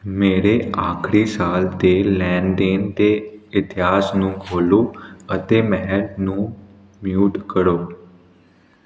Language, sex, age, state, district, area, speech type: Punjabi, male, 18-30, Punjab, Hoshiarpur, urban, read